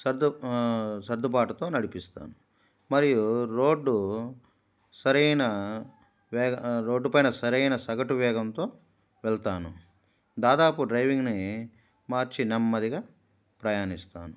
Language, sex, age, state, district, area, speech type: Telugu, male, 45-60, Andhra Pradesh, Kadapa, rural, spontaneous